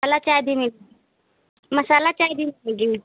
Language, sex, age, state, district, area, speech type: Hindi, female, 45-60, Uttar Pradesh, Lucknow, rural, conversation